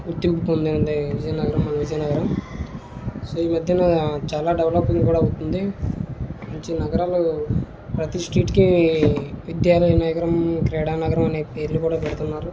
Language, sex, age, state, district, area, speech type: Telugu, male, 30-45, Andhra Pradesh, Vizianagaram, rural, spontaneous